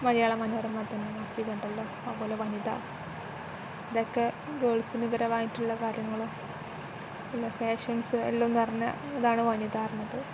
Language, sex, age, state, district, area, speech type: Malayalam, female, 18-30, Kerala, Kozhikode, rural, spontaneous